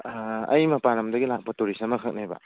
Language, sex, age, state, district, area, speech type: Manipuri, male, 45-60, Manipur, Churachandpur, rural, conversation